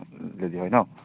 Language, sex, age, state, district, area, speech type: Assamese, male, 30-45, Assam, Biswanath, rural, conversation